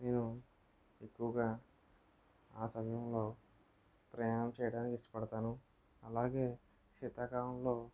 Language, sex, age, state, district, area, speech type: Telugu, male, 30-45, Andhra Pradesh, Kakinada, rural, spontaneous